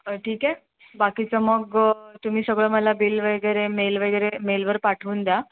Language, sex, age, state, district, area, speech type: Marathi, female, 30-45, Maharashtra, Mumbai Suburban, urban, conversation